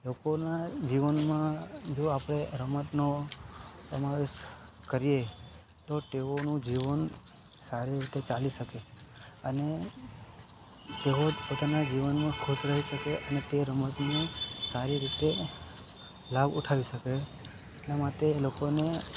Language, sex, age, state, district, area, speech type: Gujarati, male, 18-30, Gujarat, Narmada, rural, spontaneous